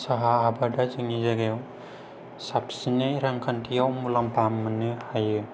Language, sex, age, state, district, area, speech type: Bodo, male, 18-30, Assam, Kokrajhar, rural, spontaneous